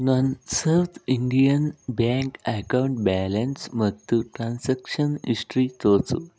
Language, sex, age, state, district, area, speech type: Kannada, male, 60+, Karnataka, Bangalore Rural, urban, read